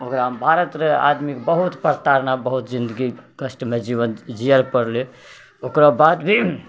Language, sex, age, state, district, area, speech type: Maithili, male, 60+, Bihar, Purnia, urban, spontaneous